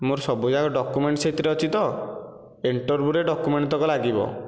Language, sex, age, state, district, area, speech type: Odia, male, 18-30, Odisha, Nayagarh, rural, spontaneous